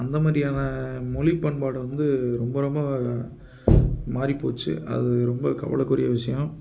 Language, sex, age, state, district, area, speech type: Tamil, male, 30-45, Tamil Nadu, Tiruppur, urban, spontaneous